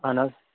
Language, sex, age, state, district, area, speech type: Kashmiri, male, 18-30, Jammu and Kashmir, Kulgam, rural, conversation